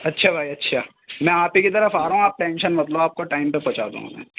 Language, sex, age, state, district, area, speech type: Urdu, male, 18-30, Delhi, North West Delhi, urban, conversation